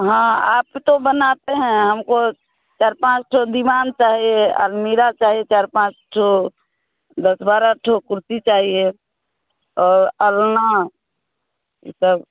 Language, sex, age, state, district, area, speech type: Hindi, female, 30-45, Bihar, Muzaffarpur, rural, conversation